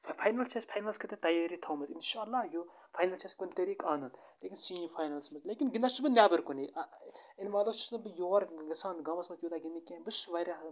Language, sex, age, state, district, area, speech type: Kashmiri, male, 18-30, Jammu and Kashmir, Kupwara, rural, spontaneous